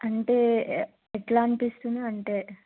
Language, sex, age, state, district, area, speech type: Telugu, female, 18-30, Andhra Pradesh, Guntur, urban, conversation